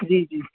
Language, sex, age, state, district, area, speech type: Sindhi, male, 30-45, Maharashtra, Thane, urban, conversation